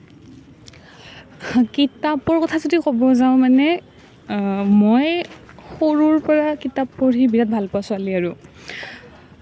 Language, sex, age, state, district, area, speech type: Assamese, female, 18-30, Assam, Nalbari, rural, spontaneous